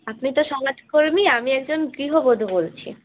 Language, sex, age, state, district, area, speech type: Bengali, female, 18-30, West Bengal, Uttar Dinajpur, urban, conversation